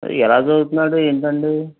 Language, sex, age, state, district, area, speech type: Telugu, male, 45-60, Andhra Pradesh, Eluru, urban, conversation